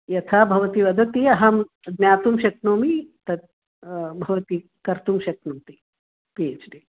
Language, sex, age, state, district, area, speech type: Sanskrit, female, 60+, Karnataka, Bangalore Urban, urban, conversation